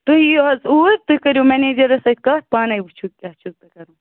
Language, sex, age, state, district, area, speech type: Kashmiri, female, 30-45, Jammu and Kashmir, Baramulla, rural, conversation